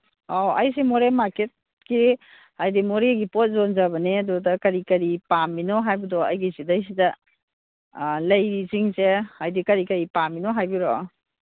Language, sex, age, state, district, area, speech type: Manipuri, female, 60+, Manipur, Imphal East, rural, conversation